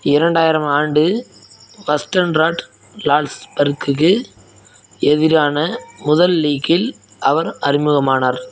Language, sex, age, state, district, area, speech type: Tamil, male, 18-30, Tamil Nadu, Madurai, rural, read